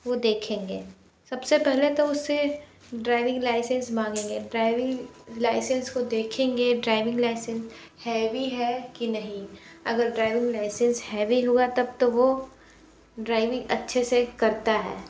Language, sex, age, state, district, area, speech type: Hindi, female, 30-45, Uttar Pradesh, Sonbhadra, rural, spontaneous